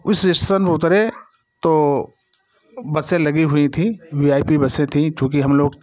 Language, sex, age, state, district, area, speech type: Hindi, male, 60+, Uttar Pradesh, Jaunpur, rural, spontaneous